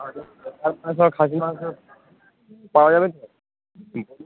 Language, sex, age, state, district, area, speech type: Bengali, male, 18-30, West Bengal, Uttar Dinajpur, rural, conversation